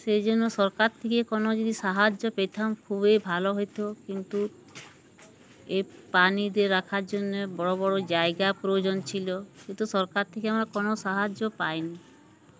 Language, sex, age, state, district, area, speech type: Bengali, female, 60+, West Bengal, Uttar Dinajpur, urban, spontaneous